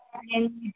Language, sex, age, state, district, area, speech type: Telugu, female, 30-45, Andhra Pradesh, Vizianagaram, rural, conversation